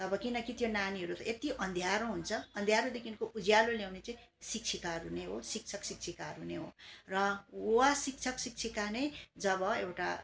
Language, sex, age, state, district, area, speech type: Nepali, female, 45-60, West Bengal, Darjeeling, rural, spontaneous